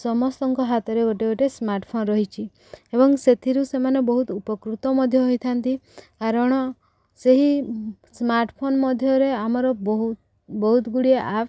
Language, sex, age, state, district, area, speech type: Odia, female, 18-30, Odisha, Subarnapur, urban, spontaneous